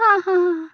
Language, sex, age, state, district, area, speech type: Malayalam, female, 45-60, Kerala, Kozhikode, urban, spontaneous